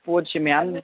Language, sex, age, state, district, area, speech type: Manipuri, male, 18-30, Manipur, Kangpokpi, urban, conversation